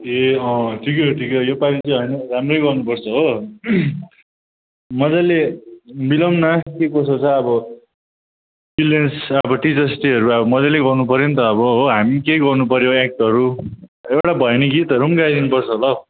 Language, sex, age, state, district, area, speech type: Nepali, male, 18-30, West Bengal, Kalimpong, rural, conversation